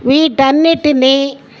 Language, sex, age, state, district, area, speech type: Telugu, female, 60+, Andhra Pradesh, Guntur, rural, spontaneous